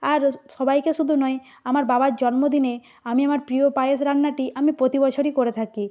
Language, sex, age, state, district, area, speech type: Bengali, female, 45-60, West Bengal, Purba Medinipur, rural, spontaneous